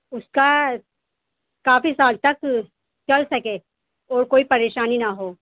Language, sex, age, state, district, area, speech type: Urdu, female, 18-30, Delhi, East Delhi, urban, conversation